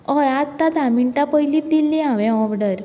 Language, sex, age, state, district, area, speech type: Goan Konkani, female, 18-30, Goa, Quepem, rural, spontaneous